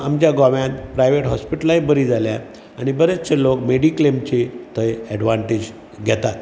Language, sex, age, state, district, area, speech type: Goan Konkani, male, 60+, Goa, Bardez, urban, spontaneous